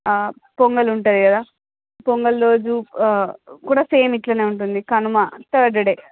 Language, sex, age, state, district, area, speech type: Telugu, female, 18-30, Andhra Pradesh, Srikakulam, urban, conversation